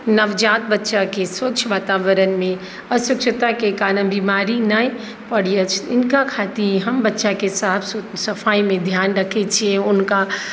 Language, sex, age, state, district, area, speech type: Maithili, female, 30-45, Bihar, Madhubani, urban, spontaneous